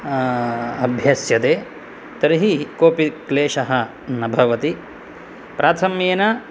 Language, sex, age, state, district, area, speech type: Sanskrit, male, 30-45, Karnataka, Shimoga, urban, spontaneous